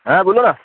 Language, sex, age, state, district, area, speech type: Urdu, male, 45-60, Maharashtra, Nashik, urban, conversation